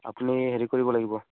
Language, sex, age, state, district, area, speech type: Assamese, male, 18-30, Assam, Barpeta, rural, conversation